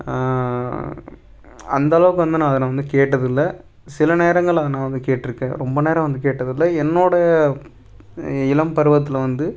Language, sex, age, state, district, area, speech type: Tamil, male, 18-30, Tamil Nadu, Tiruppur, rural, spontaneous